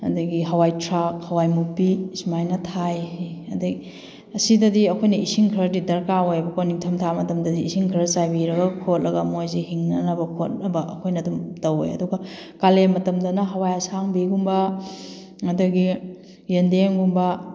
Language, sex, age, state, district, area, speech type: Manipuri, female, 30-45, Manipur, Kakching, rural, spontaneous